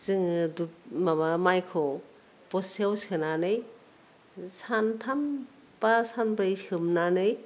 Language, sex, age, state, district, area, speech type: Bodo, female, 60+, Assam, Kokrajhar, rural, spontaneous